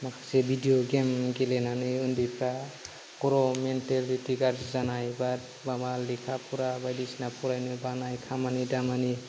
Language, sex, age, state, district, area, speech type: Bodo, male, 30-45, Assam, Kokrajhar, rural, spontaneous